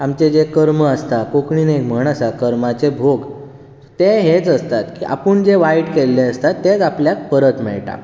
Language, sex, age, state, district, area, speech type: Goan Konkani, male, 18-30, Goa, Bardez, urban, spontaneous